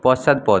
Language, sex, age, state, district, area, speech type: Bengali, male, 60+, West Bengal, Paschim Medinipur, rural, read